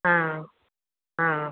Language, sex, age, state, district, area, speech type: Tamil, female, 30-45, Tamil Nadu, Pudukkottai, urban, conversation